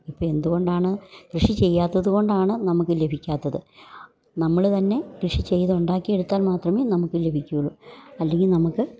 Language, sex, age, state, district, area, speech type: Malayalam, female, 60+, Kerala, Idukki, rural, spontaneous